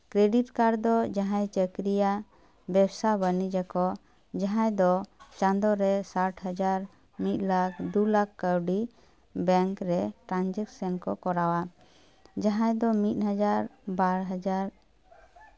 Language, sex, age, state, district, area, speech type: Santali, female, 30-45, West Bengal, Bankura, rural, spontaneous